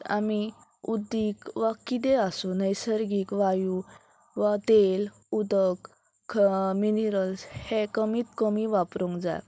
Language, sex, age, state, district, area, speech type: Goan Konkani, female, 18-30, Goa, Pernem, rural, spontaneous